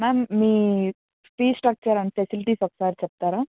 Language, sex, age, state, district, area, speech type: Telugu, female, 18-30, Andhra Pradesh, Annamaya, rural, conversation